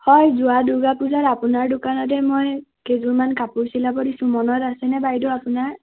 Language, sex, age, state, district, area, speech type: Assamese, female, 18-30, Assam, Nagaon, rural, conversation